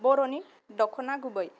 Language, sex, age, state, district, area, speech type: Bodo, female, 18-30, Assam, Kokrajhar, rural, spontaneous